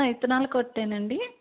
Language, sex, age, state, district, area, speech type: Telugu, female, 30-45, Andhra Pradesh, Palnadu, rural, conversation